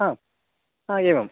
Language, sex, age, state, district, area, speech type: Sanskrit, male, 18-30, Karnataka, Chitradurga, rural, conversation